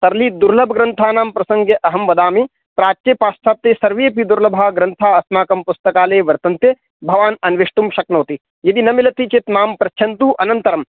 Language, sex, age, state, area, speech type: Sanskrit, male, 30-45, Rajasthan, urban, conversation